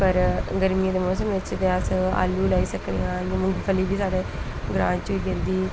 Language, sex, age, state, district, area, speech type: Dogri, female, 30-45, Jammu and Kashmir, Udhampur, rural, spontaneous